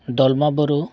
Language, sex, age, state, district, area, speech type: Santali, male, 45-60, Jharkhand, Bokaro, rural, spontaneous